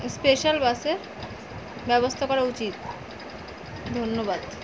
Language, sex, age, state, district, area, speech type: Bengali, female, 30-45, West Bengal, Alipurduar, rural, spontaneous